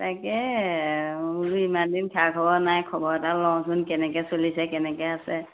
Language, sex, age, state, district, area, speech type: Assamese, female, 45-60, Assam, Majuli, rural, conversation